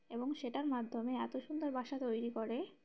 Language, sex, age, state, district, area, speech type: Bengali, female, 18-30, West Bengal, Uttar Dinajpur, urban, spontaneous